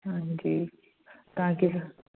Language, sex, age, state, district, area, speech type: Punjabi, female, 45-60, Punjab, Fazilka, rural, conversation